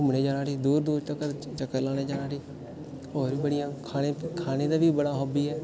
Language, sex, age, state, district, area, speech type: Dogri, male, 18-30, Jammu and Kashmir, Udhampur, rural, spontaneous